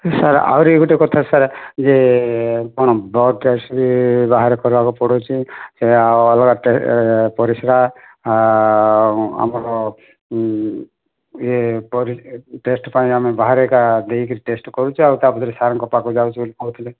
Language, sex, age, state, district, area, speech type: Odia, male, 30-45, Odisha, Kandhamal, rural, conversation